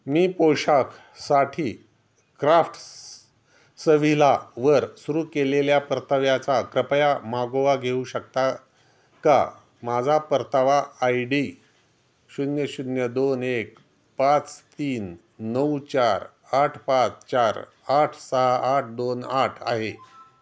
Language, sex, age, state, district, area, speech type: Marathi, male, 60+, Maharashtra, Osmanabad, rural, read